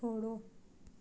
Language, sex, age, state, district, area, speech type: Hindi, female, 18-30, Madhya Pradesh, Chhindwara, urban, read